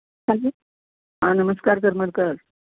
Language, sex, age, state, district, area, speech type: Marathi, female, 60+, Maharashtra, Thane, urban, conversation